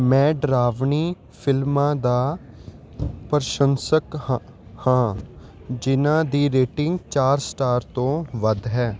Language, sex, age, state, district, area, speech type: Punjabi, male, 18-30, Punjab, Hoshiarpur, urban, read